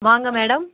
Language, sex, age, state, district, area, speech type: Tamil, female, 30-45, Tamil Nadu, Madurai, urban, conversation